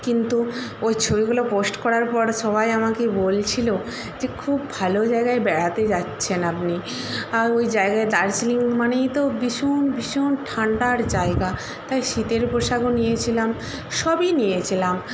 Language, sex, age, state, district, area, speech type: Bengali, female, 45-60, West Bengal, Jhargram, rural, spontaneous